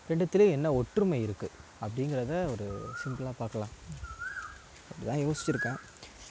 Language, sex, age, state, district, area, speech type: Tamil, male, 18-30, Tamil Nadu, Mayiladuthurai, urban, spontaneous